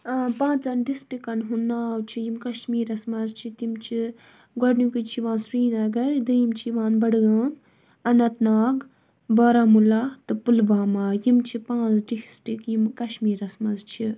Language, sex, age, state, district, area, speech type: Kashmiri, female, 30-45, Jammu and Kashmir, Budgam, rural, spontaneous